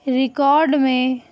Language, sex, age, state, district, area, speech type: Urdu, female, 18-30, Bihar, Gaya, urban, spontaneous